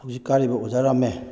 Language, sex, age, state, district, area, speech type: Manipuri, male, 30-45, Manipur, Kakching, rural, spontaneous